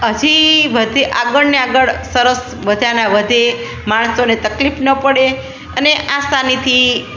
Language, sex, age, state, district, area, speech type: Gujarati, female, 45-60, Gujarat, Rajkot, rural, spontaneous